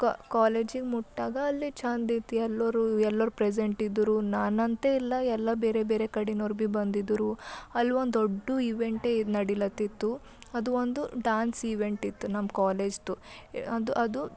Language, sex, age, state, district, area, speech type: Kannada, female, 18-30, Karnataka, Bidar, urban, spontaneous